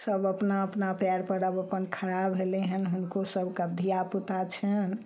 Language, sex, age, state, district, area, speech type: Maithili, female, 60+, Bihar, Samastipur, rural, spontaneous